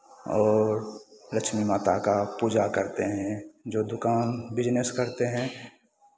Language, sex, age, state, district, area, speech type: Hindi, male, 60+, Bihar, Begusarai, urban, spontaneous